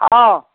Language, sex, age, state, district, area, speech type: Maithili, male, 60+, Bihar, Muzaffarpur, rural, conversation